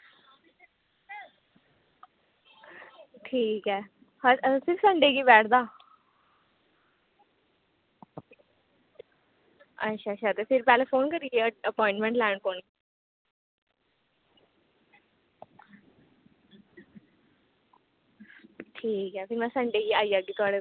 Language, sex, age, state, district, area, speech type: Dogri, female, 18-30, Jammu and Kashmir, Samba, rural, conversation